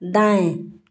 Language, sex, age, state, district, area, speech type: Hindi, female, 45-60, Uttar Pradesh, Ghazipur, rural, read